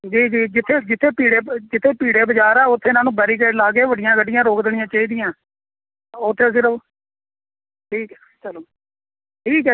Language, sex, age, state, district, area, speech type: Punjabi, male, 45-60, Punjab, Kapurthala, urban, conversation